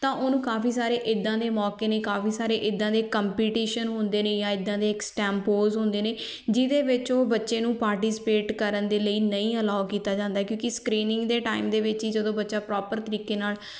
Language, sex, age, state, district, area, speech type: Punjabi, female, 18-30, Punjab, Fatehgarh Sahib, rural, spontaneous